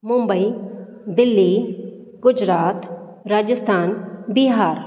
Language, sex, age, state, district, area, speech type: Sindhi, female, 30-45, Maharashtra, Thane, urban, spontaneous